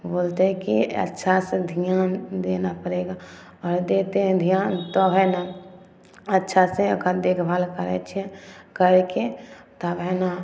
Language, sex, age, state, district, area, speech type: Maithili, female, 18-30, Bihar, Samastipur, rural, spontaneous